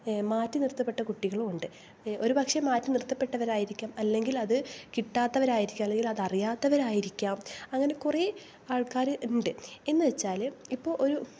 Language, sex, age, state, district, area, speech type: Malayalam, female, 18-30, Kerala, Thrissur, urban, spontaneous